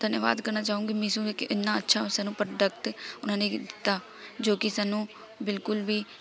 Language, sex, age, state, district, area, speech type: Punjabi, female, 18-30, Punjab, Shaheed Bhagat Singh Nagar, rural, spontaneous